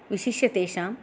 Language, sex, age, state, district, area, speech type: Sanskrit, female, 60+, Andhra Pradesh, Chittoor, urban, spontaneous